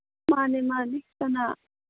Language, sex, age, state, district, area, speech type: Manipuri, female, 30-45, Manipur, Kangpokpi, urban, conversation